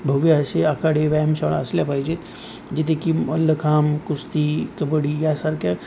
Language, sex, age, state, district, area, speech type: Marathi, male, 30-45, Maharashtra, Nanded, rural, spontaneous